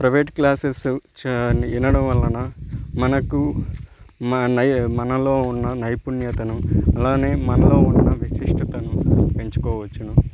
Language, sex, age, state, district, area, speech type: Telugu, male, 30-45, Andhra Pradesh, Nellore, urban, spontaneous